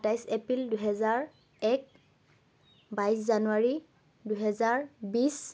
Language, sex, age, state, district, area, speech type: Assamese, female, 18-30, Assam, Lakhimpur, rural, spontaneous